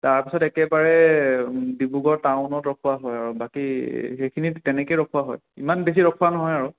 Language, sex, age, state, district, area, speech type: Assamese, male, 18-30, Assam, Sonitpur, rural, conversation